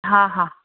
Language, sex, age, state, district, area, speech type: Sindhi, female, 60+, Rajasthan, Ajmer, urban, conversation